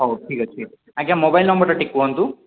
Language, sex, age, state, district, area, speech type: Odia, male, 18-30, Odisha, Nabarangpur, urban, conversation